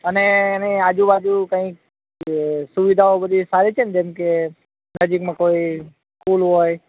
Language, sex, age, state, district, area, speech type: Gujarati, male, 30-45, Gujarat, Ahmedabad, urban, conversation